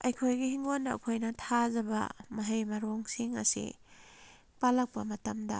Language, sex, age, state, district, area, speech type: Manipuri, female, 30-45, Manipur, Kakching, rural, spontaneous